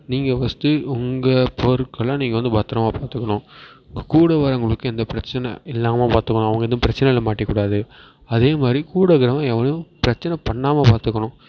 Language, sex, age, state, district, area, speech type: Tamil, male, 18-30, Tamil Nadu, Perambalur, rural, spontaneous